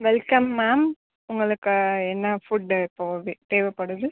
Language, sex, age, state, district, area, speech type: Tamil, female, 45-60, Tamil Nadu, Viluppuram, urban, conversation